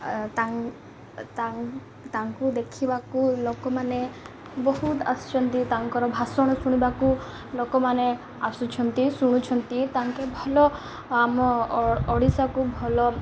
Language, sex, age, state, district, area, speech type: Odia, female, 18-30, Odisha, Malkangiri, urban, spontaneous